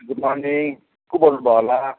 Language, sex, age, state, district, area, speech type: Nepali, male, 45-60, West Bengal, Kalimpong, rural, conversation